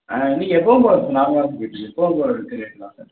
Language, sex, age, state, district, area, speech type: Tamil, male, 18-30, Tamil Nadu, Thanjavur, rural, conversation